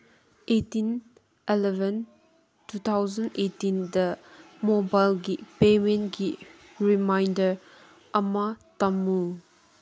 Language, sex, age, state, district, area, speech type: Manipuri, female, 18-30, Manipur, Kangpokpi, rural, read